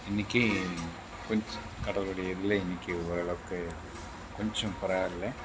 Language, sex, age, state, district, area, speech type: Tamil, male, 60+, Tamil Nadu, Tiruvarur, rural, spontaneous